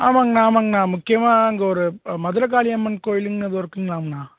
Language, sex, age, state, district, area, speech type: Tamil, male, 18-30, Tamil Nadu, Perambalur, rural, conversation